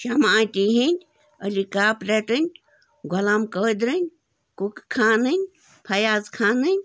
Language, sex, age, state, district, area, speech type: Kashmiri, female, 18-30, Jammu and Kashmir, Bandipora, rural, spontaneous